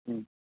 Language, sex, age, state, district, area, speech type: Kannada, male, 45-60, Karnataka, Raichur, rural, conversation